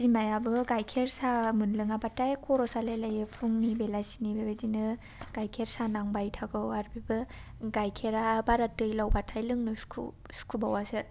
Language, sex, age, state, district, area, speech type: Bodo, female, 18-30, Assam, Kokrajhar, rural, spontaneous